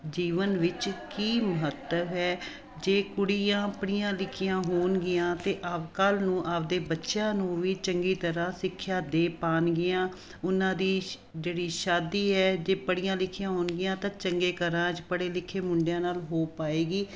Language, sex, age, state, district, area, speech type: Punjabi, female, 45-60, Punjab, Fazilka, rural, spontaneous